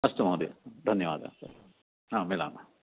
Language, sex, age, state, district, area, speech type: Sanskrit, male, 60+, Karnataka, Dakshina Kannada, rural, conversation